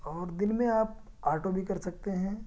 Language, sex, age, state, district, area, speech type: Urdu, male, 18-30, Delhi, South Delhi, urban, spontaneous